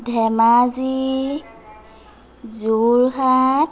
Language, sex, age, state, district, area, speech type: Assamese, female, 18-30, Assam, Lakhimpur, rural, spontaneous